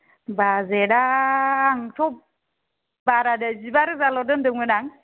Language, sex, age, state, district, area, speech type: Bodo, female, 30-45, Assam, Kokrajhar, rural, conversation